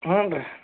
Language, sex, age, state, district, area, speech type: Kannada, male, 45-60, Karnataka, Gadag, rural, conversation